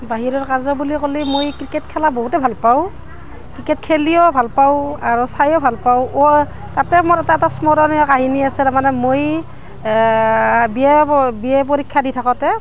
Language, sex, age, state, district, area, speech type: Assamese, female, 30-45, Assam, Barpeta, rural, spontaneous